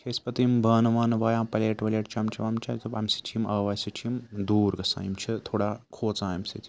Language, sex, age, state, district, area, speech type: Kashmiri, male, 18-30, Jammu and Kashmir, Srinagar, urban, spontaneous